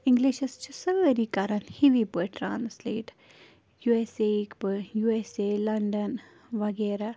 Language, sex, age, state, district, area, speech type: Kashmiri, female, 30-45, Jammu and Kashmir, Bandipora, rural, spontaneous